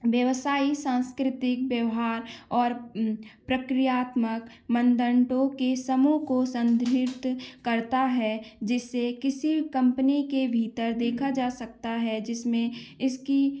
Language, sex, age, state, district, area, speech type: Hindi, female, 18-30, Madhya Pradesh, Gwalior, urban, spontaneous